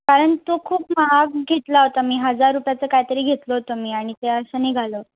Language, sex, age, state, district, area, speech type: Marathi, female, 18-30, Maharashtra, Thane, urban, conversation